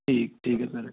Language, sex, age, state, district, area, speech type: Punjabi, male, 18-30, Punjab, Amritsar, urban, conversation